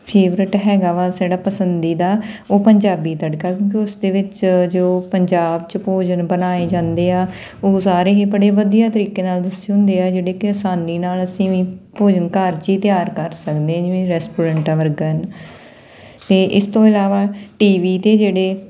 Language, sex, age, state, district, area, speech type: Punjabi, female, 30-45, Punjab, Tarn Taran, rural, spontaneous